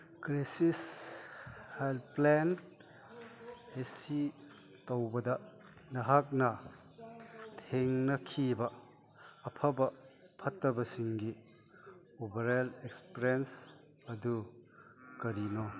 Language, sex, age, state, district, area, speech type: Manipuri, male, 60+, Manipur, Chandel, rural, read